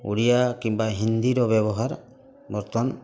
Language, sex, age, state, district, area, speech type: Odia, male, 45-60, Odisha, Mayurbhanj, rural, spontaneous